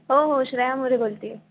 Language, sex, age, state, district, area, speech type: Marathi, female, 18-30, Maharashtra, Pune, rural, conversation